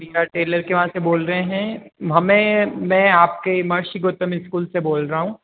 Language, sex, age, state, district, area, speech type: Hindi, male, 18-30, Rajasthan, Jodhpur, urban, conversation